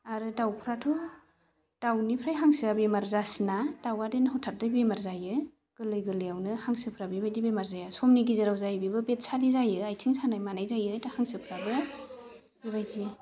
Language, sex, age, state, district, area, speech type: Bodo, female, 30-45, Assam, Chirang, rural, spontaneous